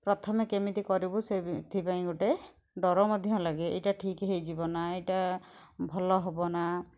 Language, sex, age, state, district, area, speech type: Odia, female, 30-45, Odisha, Kendujhar, urban, spontaneous